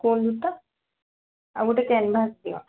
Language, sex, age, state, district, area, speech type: Odia, female, 30-45, Odisha, Balasore, rural, conversation